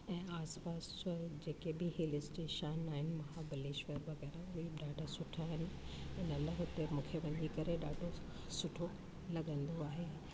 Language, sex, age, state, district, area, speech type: Sindhi, female, 60+, Delhi, South Delhi, urban, spontaneous